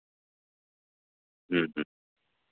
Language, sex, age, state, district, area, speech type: Santali, male, 45-60, West Bengal, Birbhum, rural, conversation